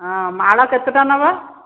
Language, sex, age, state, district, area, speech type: Odia, female, 45-60, Odisha, Khordha, rural, conversation